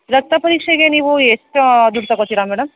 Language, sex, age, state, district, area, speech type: Kannada, female, 30-45, Karnataka, Mandya, rural, conversation